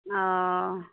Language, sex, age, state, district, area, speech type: Maithili, female, 45-60, Bihar, Madhepura, rural, conversation